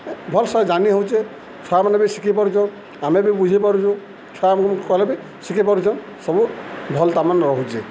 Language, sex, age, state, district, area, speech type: Odia, male, 45-60, Odisha, Subarnapur, urban, spontaneous